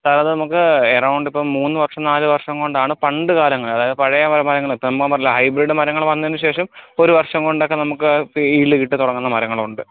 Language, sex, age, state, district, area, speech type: Malayalam, male, 30-45, Kerala, Alappuzha, rural, conversation